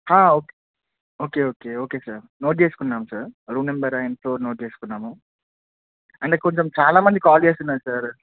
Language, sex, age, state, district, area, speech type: Telugu, male, 18-30, Telangana, Adilabad, urban, conversation